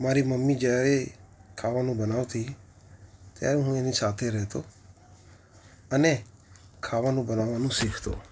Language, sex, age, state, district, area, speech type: Gujarati, male, 45-60, Gujarat, Ahmedabad, urban, spontaneous